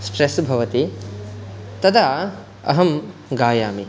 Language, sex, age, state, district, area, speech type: Sanskrit, male, 18-30, Karnataka, Uttara Kannada, rural, spontaneous